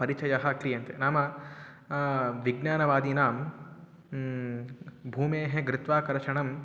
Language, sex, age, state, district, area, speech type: Sanskrit, male, 18-30, Telangana, Mahbubnagar, urban, spontaneous